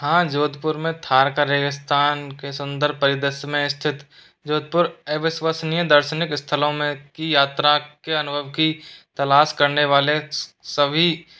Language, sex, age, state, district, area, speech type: Hindi, male, 18-30, Rajasthan, Jodhpur, rural, spontaneous